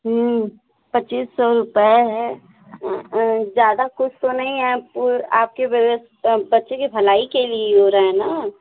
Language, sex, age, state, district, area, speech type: Hindi, female, 18-30, Uttar Pradesh, Azamgarh, urban, conversation